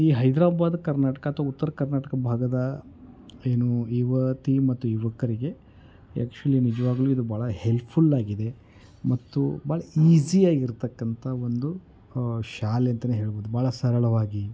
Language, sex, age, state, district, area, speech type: Kannada, male, 30-45, Karnataka, Koppal, rural, spontaneous